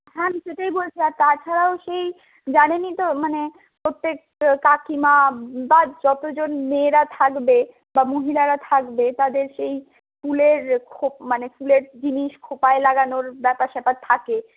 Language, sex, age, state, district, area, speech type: Bengali, female, 45-60, West Bengal, Purulia, urban, conversation